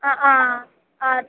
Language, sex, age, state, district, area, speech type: Sanskrit, female, 18-30, Kerala, Kannur, rural, conversation